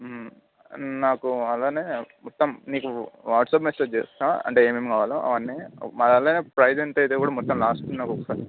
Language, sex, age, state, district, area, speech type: Telugu, male, 30-45, Telangana, Vikarabad, urban, conversation